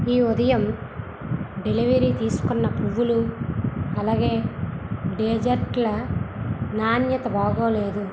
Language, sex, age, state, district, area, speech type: Telugu, female, 60+, Andhra Pradesh, Vizianagaram, rural, read